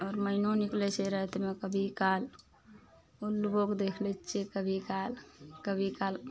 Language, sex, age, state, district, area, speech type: Maithili, female, 45-60, Bihar, Araria, rural, spontaneous